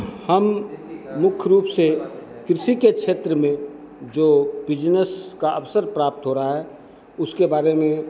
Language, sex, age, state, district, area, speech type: Hindi, male, 60+, Bihar, Begusarai, rural, spontaneous